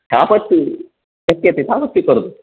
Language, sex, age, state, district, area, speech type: Sanskrit, male, 45-60, Karnataka, Dakshina Kannada, rural, conversation